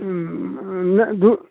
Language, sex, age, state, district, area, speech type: Maithili, male, 45-60, Bihar, Madhepura, rural, conversation